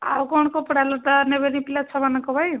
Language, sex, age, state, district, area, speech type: Odia, female, 45-60, Odisha, Angul, rural, conversation